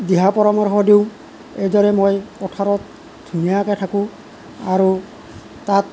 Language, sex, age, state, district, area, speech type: Assamese, male, 45-60, Assam, Nalbari, rural, spontaneous